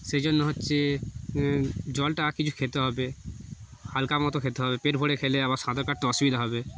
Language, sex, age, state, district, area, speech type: Bengali, male, 30-45, West Bengal, Darjeeling, urban, spontaneous